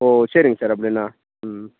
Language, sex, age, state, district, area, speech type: Tamil, male, 18-30, Tamil Nadu, Krishnagiri, rural, conversation